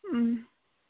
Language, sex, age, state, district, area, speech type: Manipuri, female, 18-30, Manipur, Chandel, rural, conversation